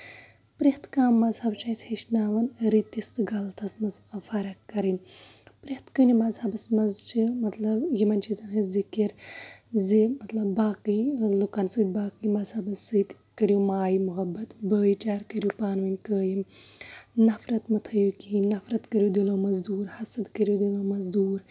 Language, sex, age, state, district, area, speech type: Kashmiri, female, 30-45, Jammu and Kashmir, Shopian, rural, spontaneous